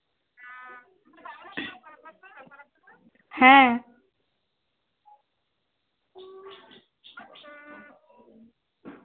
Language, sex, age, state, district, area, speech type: Bengali, female, 18-30, West Bengal, Uttar Dinajpur, urban, conversation